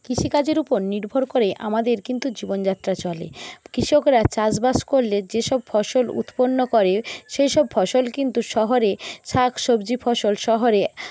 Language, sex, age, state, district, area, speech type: Bengali, female, 60+, West Bengal, Jhargram, rural, spontaneous